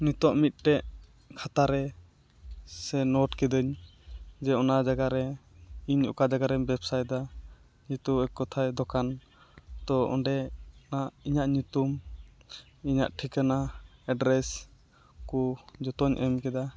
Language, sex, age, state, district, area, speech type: Santali, male, 18-30, West Bengal, Uttar Dinajpur, rural, spontaneous